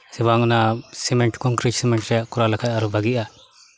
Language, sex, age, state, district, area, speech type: Santali, male, 30-45, West Bengal, Malda, rural, spontaneous